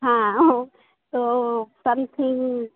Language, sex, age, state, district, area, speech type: Hindi, female, 18-30, Madhya Pradesh, Hoshangabad, rural, conversation